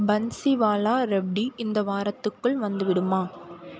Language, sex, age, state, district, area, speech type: Tamil, female, 18-30, Tamil Nadu, Mayiladuthurai, rural, read